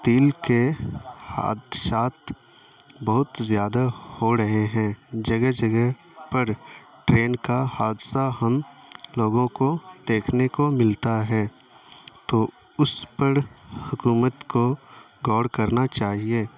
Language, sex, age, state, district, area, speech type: Urdu, male, 18-30, Bihar, Saharsa, urban, spontaneous